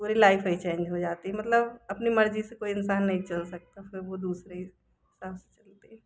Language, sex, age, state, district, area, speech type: Hindi, female, 30-45, Madhya Pradesh, Jabalpur, urban, spontaneous